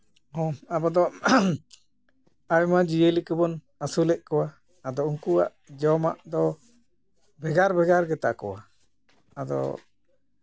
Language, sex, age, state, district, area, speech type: Santali, male, 45-60, West Bengal, Jhargram, rural, spontaneous